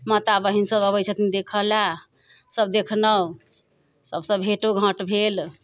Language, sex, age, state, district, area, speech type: Maithili, female, 45-60, Bihar, Muzaffarpur, urban, spontaneous